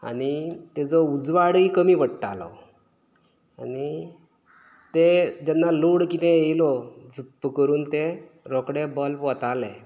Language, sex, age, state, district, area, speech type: Goan Konkani, male, 30-45, Goa, Canacona, rural, spontaneous